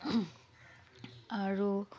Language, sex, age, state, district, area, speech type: Assamese, female, 30-45, Assam, Kamrup Metropolitan, urban, spontaneous